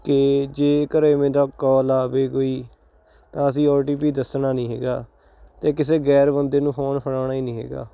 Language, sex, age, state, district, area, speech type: Punjabi, male, 30-45, Punjab, Hoshiarpur, rural, spontaneous